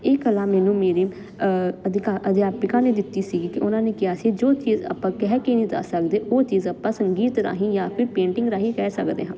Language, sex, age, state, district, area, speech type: Punjabi, female, 18-30, Punjab, Jalandhar, urban, spontaneous